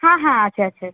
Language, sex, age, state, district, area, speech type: Bengali, female, 18-30, West Bengal, Kolkata, urban, conversation